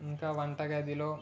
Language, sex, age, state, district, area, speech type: Telugu, male, 18-30, Telangana, Sangareddy, urban, spontaneous